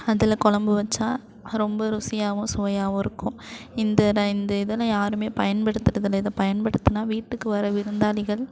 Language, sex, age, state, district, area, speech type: Tamil, female, 30-45, Tamil Nadu, Thanjavur, urban, spontaneous